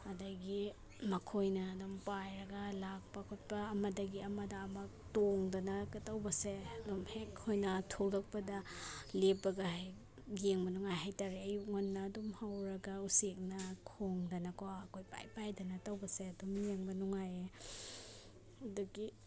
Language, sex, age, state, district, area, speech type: Manipuri, female, 30-45, Manipur, Imphal East, rural, spontaneous